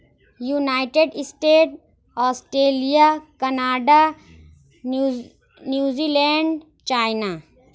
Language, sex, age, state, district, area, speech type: Urdu, female, 18-30, Uttar Pradesh, Lucknow, rural, spontaneous